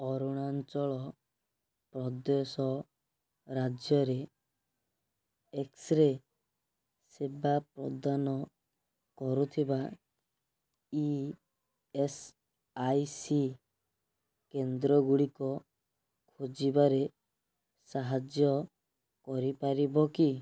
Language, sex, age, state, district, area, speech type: Odia, male, 18-30, Odisha, Cuttack, urban, read